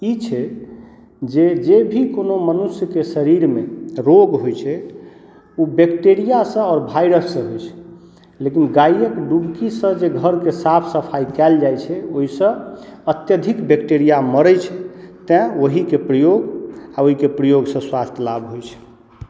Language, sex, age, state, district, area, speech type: Maithili, male, 30-45, Bihar, Madhubani, rural, spontaneous